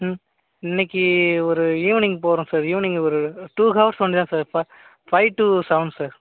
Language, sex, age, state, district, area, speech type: Tamil, male, 30-45, Tamil Nadu, Cuddalore, rural, conversation